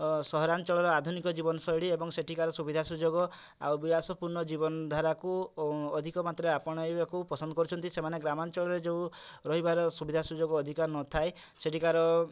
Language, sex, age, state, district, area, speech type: Odia, male, 30-45, Odisha, Mayurbhanj, rural, spontaneous